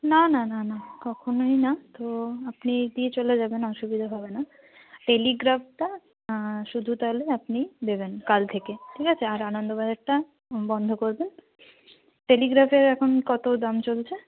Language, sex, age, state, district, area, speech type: Bengali, female, 30-45, West Bengal, North 24 Parganas, rural, conversation